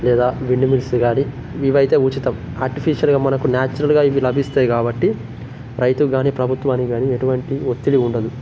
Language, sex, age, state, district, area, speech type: Telugu, male, 18-30, Telangana, Nirmal, rural, spontaneous